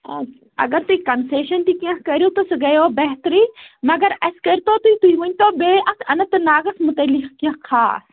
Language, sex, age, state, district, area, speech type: Kashmiri, female, 30-45, Jammu and Kashmir, Anantnag, rural, conversation